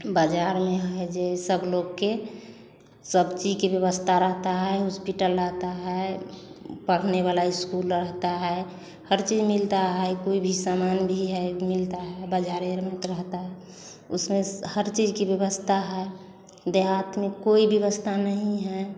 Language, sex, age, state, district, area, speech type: Hindi, female, 30-45, Bihar, Samastipur, rural, spontaneous